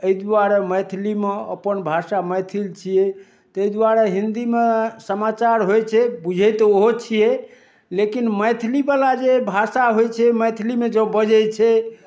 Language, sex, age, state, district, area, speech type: Maithili, male, 60+, Bihar, Darbhanga, rural, spontaneous